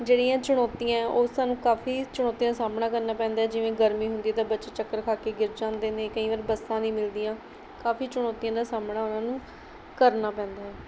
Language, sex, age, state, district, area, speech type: Punjabi, female, 18-30, Punjab, Mohali, rural, spontaneous